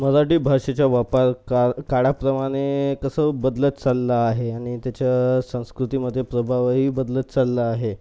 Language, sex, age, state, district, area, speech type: Marathi, male, 30-45, Maharashtra, Nagpur, urban, spontaneous